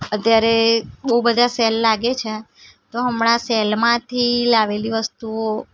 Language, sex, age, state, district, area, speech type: Gujarati, female, 18-30, Gujarat, Ahmedabad, urban, spontaneous